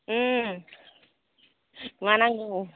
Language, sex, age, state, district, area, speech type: Bodo, female, 45-60, Assam, Kokrajhar, urban, conversation